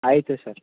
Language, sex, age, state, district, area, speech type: Kannada, male, 18-30, Karnataka, Mysore, rural, conversation